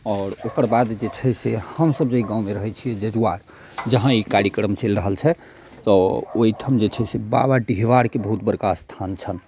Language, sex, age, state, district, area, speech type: Maithili, male, 30-45, Bihar, Muzaffarpur, rural, spontaneous